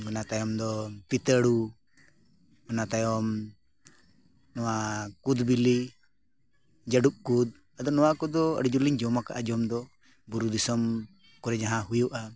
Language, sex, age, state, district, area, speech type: Santali, male, 45-60, Jharkhand, Bokaro, rural, spontaneous